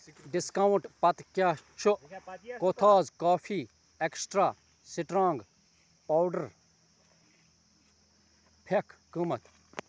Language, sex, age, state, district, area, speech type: Kashmiri, male, 30-45, Jammu and Kashmir, Ganderbal, rural, read